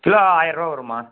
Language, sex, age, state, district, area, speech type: Tamil, male, 45-60, Tamil Nadu, Coimbatore, rural, conversation